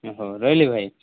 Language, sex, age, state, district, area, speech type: Odia, male, 30-45, Odisha, Koraput, urban, conversation